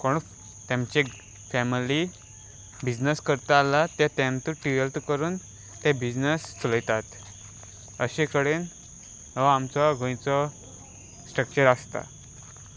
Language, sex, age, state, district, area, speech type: Goan Konkani, male, 18-30, Goa, Salcete, rural, spontaneous